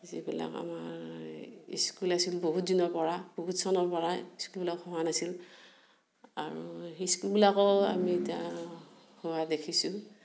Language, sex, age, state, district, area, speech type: Assamese, female, 60+, Assam, Darrang, rural, spontaneous